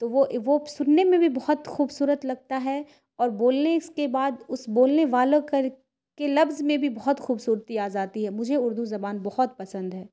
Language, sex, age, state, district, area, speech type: Urdu, female, 30-45, Bihar, Khagaria, rural, spontaneous